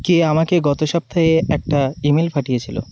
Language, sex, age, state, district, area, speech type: Bengali, male, 18-30, West Bengal, Birbhum, urban, read